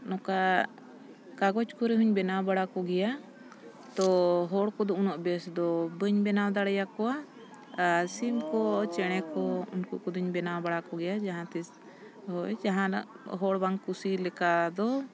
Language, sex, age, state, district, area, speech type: Santali, female, 30-45, Jharkhand, Bokaro, rural, spontaneous